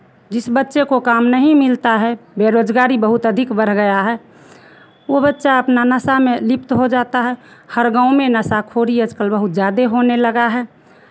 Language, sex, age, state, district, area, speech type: Hindi, female, 60+, Bihar, Begusarai, rural, spontaneous